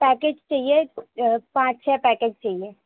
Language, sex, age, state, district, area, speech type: Urdu, female, 18-30, Delhi, North West Delhi, urban, conversation